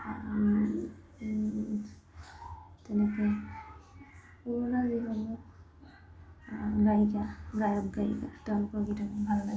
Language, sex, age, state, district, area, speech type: Assamese, female, 18-30, Assam, Jorhat, urban, spontaneous